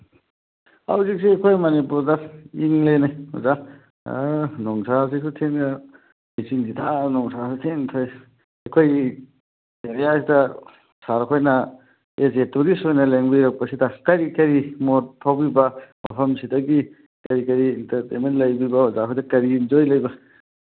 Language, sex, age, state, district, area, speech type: Manipuri, male, 60+, Manipur, Churachandpur, urban, conversation